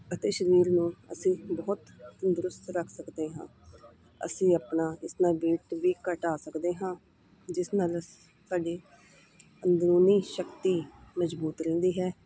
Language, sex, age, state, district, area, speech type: Punjabi, female, 30-45, Punjab, Hoshiarpur, urban, spontaneous